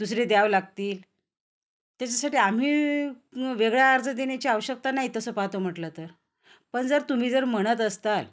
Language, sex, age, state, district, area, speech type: Marathi, female, 45-60, Maharashtra, Nanded, urban, spontaneous